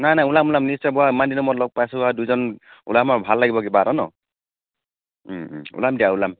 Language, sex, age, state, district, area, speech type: Assamese, male, 45-60, Assam, Tinsukia, rural, conversation